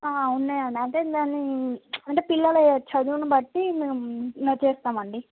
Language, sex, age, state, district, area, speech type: Telugu, female, 18-30, Andhra Pradesh, Visakhapatnam, urban, conversation